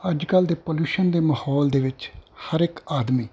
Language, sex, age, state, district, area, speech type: Punjabi, male, 45-60, Punjab, Ludhiana, urban, spontaneous